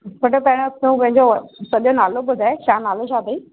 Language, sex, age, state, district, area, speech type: Sindhi, female, 30-45, Maharashtra, Thane, urban, conversation